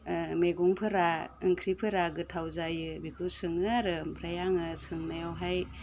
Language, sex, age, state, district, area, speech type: Bodo, female, 45-60, Assam, Udalguri, rural, spontaneous